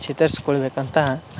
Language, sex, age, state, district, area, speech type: Kannada, male, 18-30, Karnataka, Dharwad, rural, spontaneous